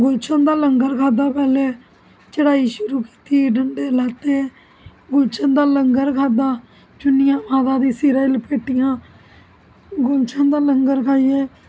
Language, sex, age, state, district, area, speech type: Dogri, female, 30-45, Jammu and Kashmir, Jammu, urban, spontaneous